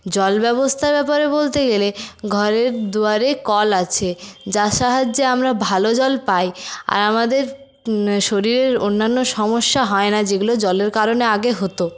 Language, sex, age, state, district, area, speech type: Bengali, female, 30-45, West Bengal, Purulia, rural, spontaneous